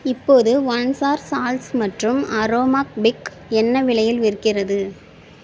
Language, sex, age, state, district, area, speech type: Tamil, female, 18-30, Tamil Nadu, Thanjavur, rural, read